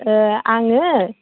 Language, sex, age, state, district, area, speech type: Bodo, female, 18-30, Assam, Chirang, rural, conversation